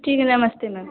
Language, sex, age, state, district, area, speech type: Hindi, female, 18-30, Uttar Pradesh, Varanasi, urban, conversation